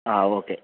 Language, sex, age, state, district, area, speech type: Malayalam, male, 30-45, Kerala, Idukki, rural, conversation